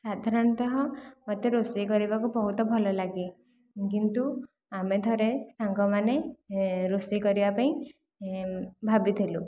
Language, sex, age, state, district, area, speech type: Odia, female, 18-30, Odisha, Khordha, rural, spontaneous